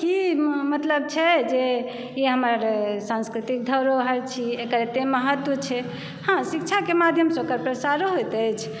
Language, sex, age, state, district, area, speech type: Maithili, female, 30-45, Bihar, Saharsa, rural, spontaneous